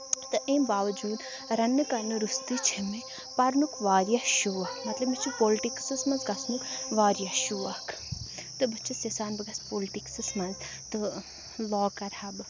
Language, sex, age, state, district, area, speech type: Kashmiri, female, 18-30, Jammu and Kashmir, Baramulla, rural, spontaneous